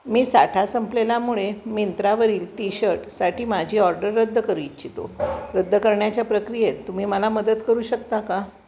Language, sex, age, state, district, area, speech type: Marathi, female, 45-60, Maharashtra, Kolhapur, urban, read